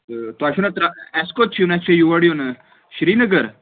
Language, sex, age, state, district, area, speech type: Kashmiri, male, 30-45, Jammu and Kashmir, Anantnag, rural, conversation